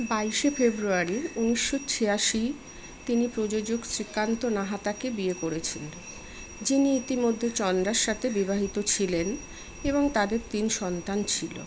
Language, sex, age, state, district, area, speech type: Bengali, female, 60+, West Bengal, Kolkata, urban, read